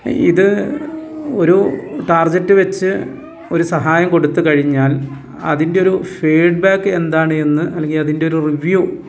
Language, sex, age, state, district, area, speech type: Malayalam, male, 45-60, Kerala, Wayanad, rural, spontaneous